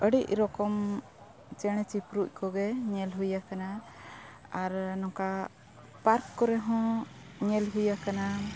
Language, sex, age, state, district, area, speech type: Santali, female, 30-45, Jharkhand, Bokaro, rural, spontaneous